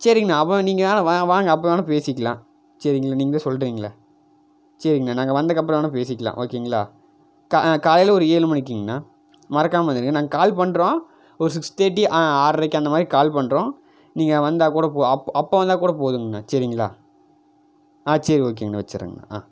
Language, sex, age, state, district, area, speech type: Tamil, male, 18-30, Tamil Nadu, Coimbatore, urban, spontaneous